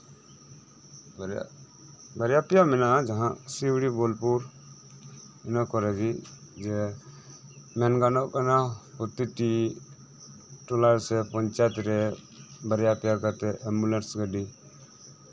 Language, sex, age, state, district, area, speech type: Santali, male, 30-45, West Bengal, Birbhum, rural, spontaneous